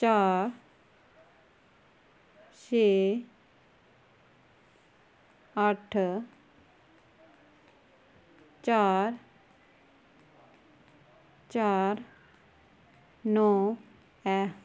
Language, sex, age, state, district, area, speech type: Dogri, female, 30-45, Jammu and Kashmir, Kathua, rural, read